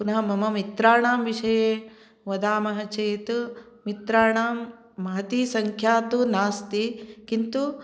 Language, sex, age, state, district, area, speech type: Sanskrit, female, 45-60, Karnataka, Uttara Kannada, urban, spontaneous